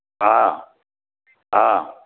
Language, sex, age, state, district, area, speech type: Tamil, male, 60+, Tamil Nadu, Krishnagiri, rural, conversation